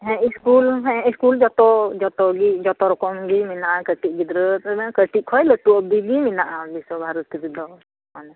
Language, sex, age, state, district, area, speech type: Santali, female, 30-45, West Bengal, Birbhum, rural, conversation